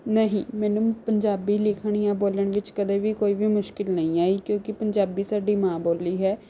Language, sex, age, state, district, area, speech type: Punjabi, female, 18-30, Punjab, Rupnagar, urban, spontaneous